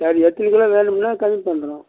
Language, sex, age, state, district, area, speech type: Tamil, male, 60+, Tamil Nadu, Kallakurichi, urban, conversation